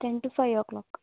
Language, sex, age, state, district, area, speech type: Malayalam, female, 18-30, Kerala, Kasaragod, rural, conversation